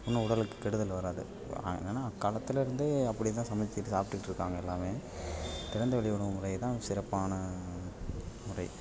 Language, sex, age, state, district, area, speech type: Tamil, male, 18-30, Tamil Nadu, Ariyalur, rural, spontaneous